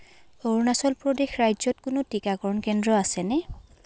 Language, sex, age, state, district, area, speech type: Assamese, female, 18-30, Assam, Lakhimpur, rural, read